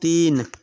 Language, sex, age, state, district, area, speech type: Maithili, male, 18-30, Bihar, Samastipur, rural, read